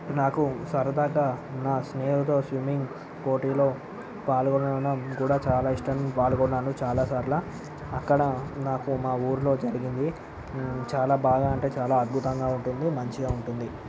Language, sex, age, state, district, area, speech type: Telugu, male, 30-45, Andhra Pradesh, Visakhapatnam, urban, spontaneous